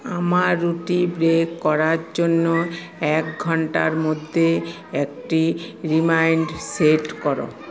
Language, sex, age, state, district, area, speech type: Bengali, female, 45-60, West Bengal, Paschim Bardhaman, urban, read